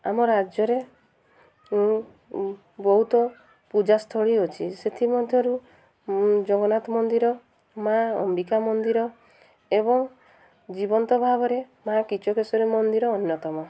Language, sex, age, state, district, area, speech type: Odia, female, 30-45, Odisha, Mayurbhanj, rural, spontaneous